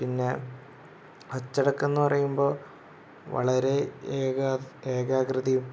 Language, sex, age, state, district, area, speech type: Malayalam, male, 18-30, Kerala, Wayanad, rural, spontaneous